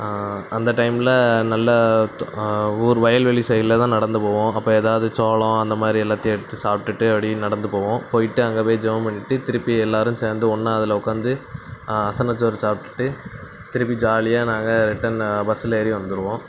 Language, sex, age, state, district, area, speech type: Tamil, male, 18-30, Tamil Nadu, Thoothukudi, rural, spontaneous